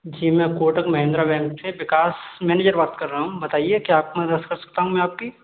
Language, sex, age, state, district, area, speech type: Hindi, male, 18-30, Madhya Pradesh, Gwalior, urban, conversation